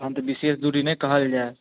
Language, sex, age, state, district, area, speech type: Maithili, male, 18-30, Bihar, Darbhanga, rural, conversation